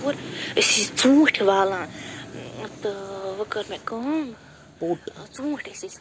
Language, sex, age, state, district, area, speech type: Kashmiri, female, 18-30, Jammu and Kashmir, Bandipora, rural, spontaneous